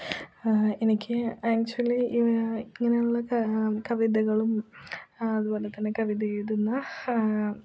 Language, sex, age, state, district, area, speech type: Malayalam, female, 18-30, Kerala, Ernakulam, rural, spontaneous